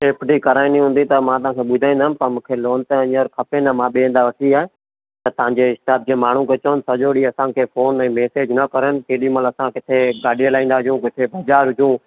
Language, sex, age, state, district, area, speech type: Sindhi, male, 30-45, Gujarat, Kutch, rural, conversation